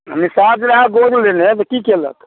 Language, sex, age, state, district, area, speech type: Maithili, male, 60+, Bihar, Muzaffarpur, urban, conversation